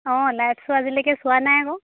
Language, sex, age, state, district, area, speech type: Assamese, female, 18-30, Assam, Charaideo, rural, conversation